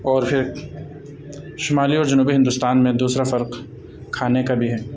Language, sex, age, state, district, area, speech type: Urdu, male, 30-45, Delhi, North East Delhi, urban, spontaneous